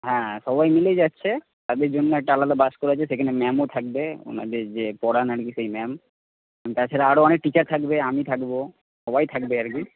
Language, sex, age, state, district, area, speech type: Bengali, male, 30-45, West Bengal, Purba Bardhaman, urban, conversation